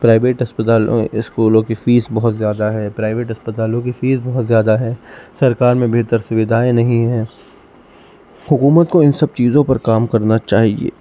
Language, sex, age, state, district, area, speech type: Urdu, male, 18-30, Delhi, East Delhi, urban, spontaneous